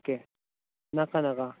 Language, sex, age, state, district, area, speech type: Goan Konkani, male, 18-30, Goa, Bardez, urban, conversation